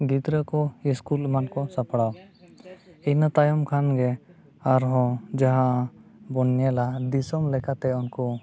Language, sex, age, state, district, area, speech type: Santali, male, 30-45, Jharkhand, East Singhbhum, rural, spontaneous